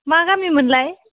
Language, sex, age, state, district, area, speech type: Bodo, female, 18-30, Assam, Kokrajhar, rural, conversation